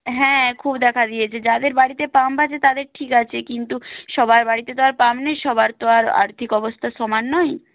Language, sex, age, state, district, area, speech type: Bengali, female, 18-30, West Bengal, Purba Medinipur, rural, conversation